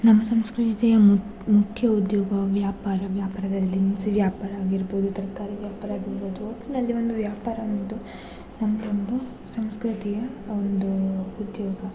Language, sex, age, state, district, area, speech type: Kannada, female, 18-30, Karnataka, Dakshina Kannada, rural, spontaneous